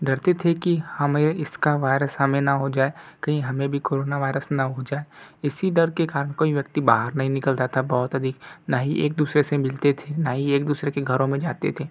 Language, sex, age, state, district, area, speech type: Hindi, male, 60+, Madhya Pradesh, Balaghat, rural, spontaneous